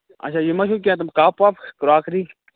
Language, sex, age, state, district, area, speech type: Kashmiri, male, 18-30, Jammu and Kashmir, Kulgam, rural, conversation